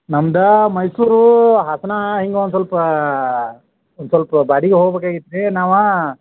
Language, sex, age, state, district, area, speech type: Kannada, male, 45-60, Karnataka, Belgaum, rural, conversation